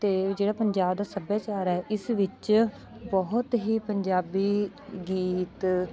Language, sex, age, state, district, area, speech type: Punjabi, female, 30-45, Punjab, Bathinda, rural, spontaneous